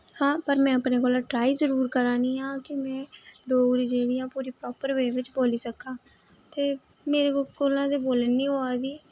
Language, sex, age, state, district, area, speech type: Dogri, female, 18-30, Jammu and Kashmir, Reasi, rural, spontaneous